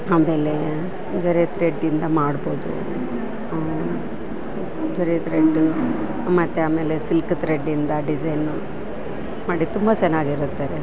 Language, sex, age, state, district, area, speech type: Kannada, female, 45-60, Karnataka, Bellary, urban, spontaneous